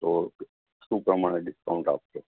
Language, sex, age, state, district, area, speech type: Gujarati, male, 60+, Gujarat, Valsad, rural, conversation